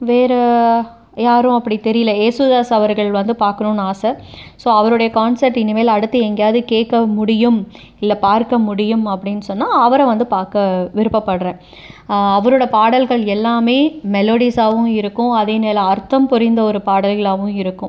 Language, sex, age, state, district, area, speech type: Tamil, female, 30-45, Tamil Nadu, Cuddalore, urban, spontaneous